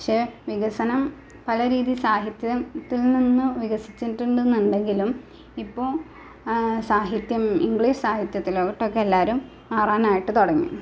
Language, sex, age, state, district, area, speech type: Malayalam, female, 18-30, Kerala, Malappuram, rural, spontaneous